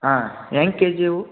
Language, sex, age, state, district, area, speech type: Kannada, male, 18-30, Karnataka, Gadag, rural, conversation